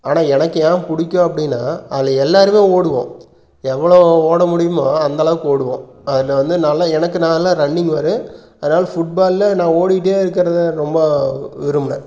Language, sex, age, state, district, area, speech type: Tamil, male, 30-45, Tamil Nadu, Erode, rural, spontaneous